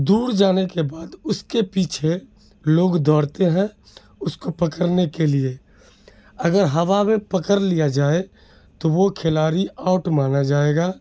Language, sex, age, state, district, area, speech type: Urdu, male, 18-30, Bihar, Madhubani, rural, spontaneous